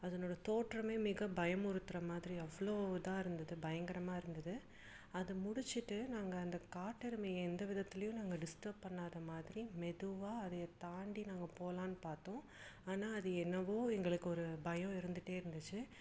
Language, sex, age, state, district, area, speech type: Tamil, female, 30-45, Tamil Nadu, Salem, urban, spontaneous